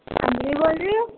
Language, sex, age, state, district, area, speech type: Urdu, female, 18-30, Uttar Pradesh, Gautam Buddha Nagar, urban, conversation